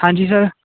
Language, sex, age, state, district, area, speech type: Punjabi, male, 18-30, Punjab, Kapurthala, urban, conversation